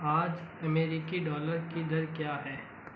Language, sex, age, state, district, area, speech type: Hindi, male, 60+, Rajasthan, Jodhpur, urban, read